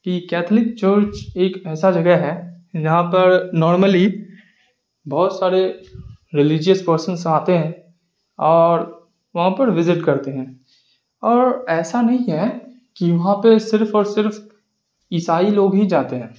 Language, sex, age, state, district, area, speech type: Urdu, male, 18-30, Bihar, Darbhanga, rural, spontaneous